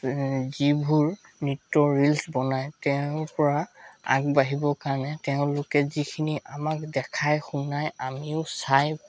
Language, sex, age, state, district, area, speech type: Assamese, male, 18-30, Assam, Charaideo, urban, spontaneous